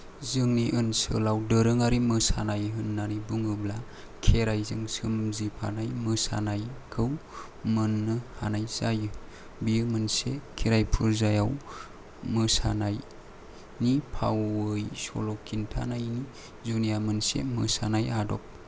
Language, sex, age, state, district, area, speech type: Bodo, male, 18-30, Assam, Kokrajhar, rural, spontaneous